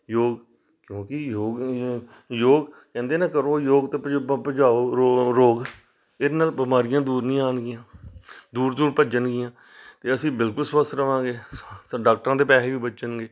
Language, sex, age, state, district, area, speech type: Punjabi, male, 45-60, Punjab, Amritsar, urban, spontaneous